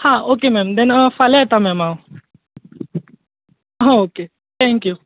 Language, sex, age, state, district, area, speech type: Goan Konkani, male, 18-30, Goa, Tiswadi, rural, conversation